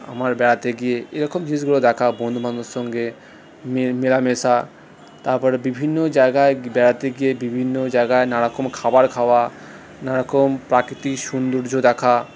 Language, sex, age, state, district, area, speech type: Bengali, male, 30-45, West Bengal, Purulia, urban, spontaneous